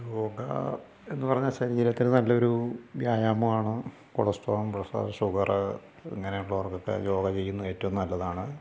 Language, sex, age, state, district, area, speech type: Malayalam, male, 45-60, Kerala, Malappuram, rural, spontaneous